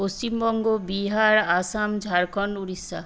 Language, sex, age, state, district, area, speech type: Bengali, female, 60+, West Bengal, Purba Medinipur, rural, spontaneous